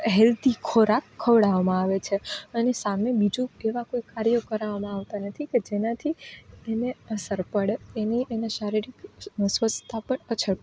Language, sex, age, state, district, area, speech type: Gujarati, female, 18-30, Gujarat, Rajkot, urban, spontaneous